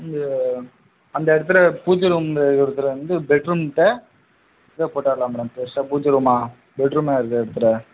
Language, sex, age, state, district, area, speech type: Tamil, male, 18-30, Tamil Nadu, Ariyalur, rural, conversation